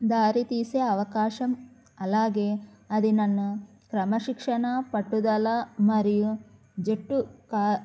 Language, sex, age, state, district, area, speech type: Telugu, female, 18-30, Andhra Pradesh, Kadapa, urban, spontaneous